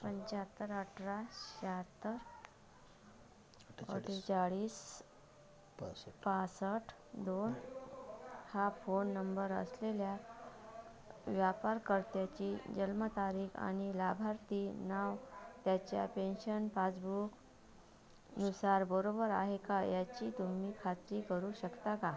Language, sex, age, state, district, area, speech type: Marathi, female, 45-60, Maharashtra, Washim, rural, read